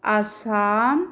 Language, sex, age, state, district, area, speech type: Manipuri, female, 45-60, Manipur, Bishnupur, rural, spontaneous